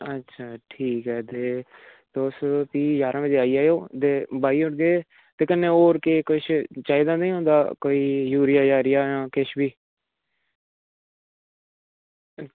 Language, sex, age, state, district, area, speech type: Dogri, female, 30-45, Jammu and Kashmir, Reasi, urban, conversation